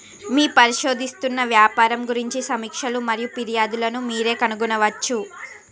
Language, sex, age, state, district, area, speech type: Telugu, female, 30-45, Andhra Pradesh, Srikakulam, urban, read